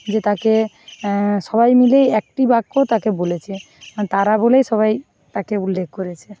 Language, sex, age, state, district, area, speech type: Bengali, female, 45-60, West Bengal, Nadia, rural, spontaneous